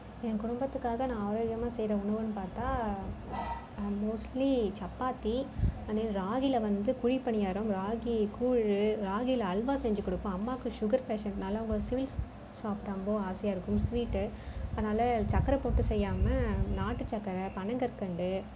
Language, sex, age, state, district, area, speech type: Tamil, female, 30-45, Tamil Nadu, Cuddalore, rural, spontaneous